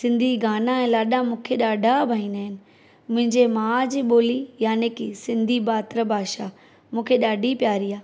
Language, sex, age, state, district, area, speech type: Sindhi, female, 30-45, Maharashtra, Thane, urban, spontaneous